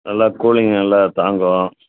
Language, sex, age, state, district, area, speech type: Tamil, male, 60+, Tamil Nadu, Ariyalur, rural, conversation